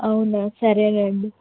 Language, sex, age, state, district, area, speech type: Telugu, female, 30-45, Andhra Pradesh, Krishna, urban, conversation